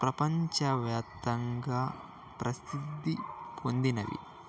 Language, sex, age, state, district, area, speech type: Telugu, male, 18-30, Andhra Pradesh, Annamaya, rural, spontaneous